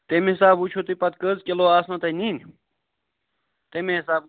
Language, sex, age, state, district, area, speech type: Kashmiri, male, 18-30, Jammu and Kashmir, Budgam, rural, conversation